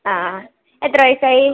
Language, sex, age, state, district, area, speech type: Malayalam, female, 18-30, Kerala, Wayanad, rural, conversation